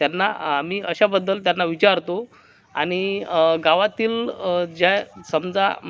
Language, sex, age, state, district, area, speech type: Marathi, male, 45-60, Maharashtra, Akola, rural, spontaneous